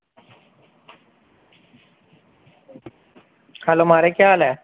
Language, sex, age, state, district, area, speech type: Dogri, male, 18-30, Jammu and Kashmir, Reasi, rural, conversation